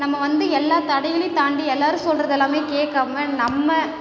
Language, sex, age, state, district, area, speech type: Tamil, female, 30-45, Tamil Nadu, Cuddalore, rural, spontaneous